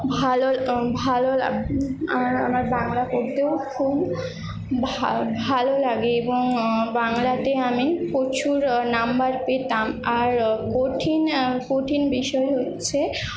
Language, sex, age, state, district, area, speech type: Bengali, female, 18-30, West Bengal, Jhargram, rural, spontaneous